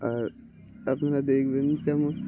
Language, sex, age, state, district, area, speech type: Bengali, male, 18-30, West Bengal, Uttar Dinajpur, urban, spontaneous